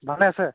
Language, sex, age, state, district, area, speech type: Assamese, male, 45-60, Assam, Nagaon, rural, conversation